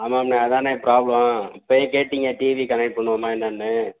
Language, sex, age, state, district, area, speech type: Tamil, male, 45-60, Tamil Nadu, Sivaganga, rural, conversation